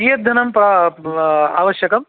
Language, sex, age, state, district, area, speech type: Sanskrit, male, 60+, Telangana, Hyderabad, urban, conversation